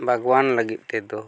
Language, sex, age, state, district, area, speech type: Santali, male, 45-60, Jharkhand, East Singhbhum, rural, spontaneous